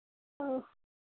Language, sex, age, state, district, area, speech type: Hindi, female, 60+, Uttar Pradesh, Sitapur, rural, conversation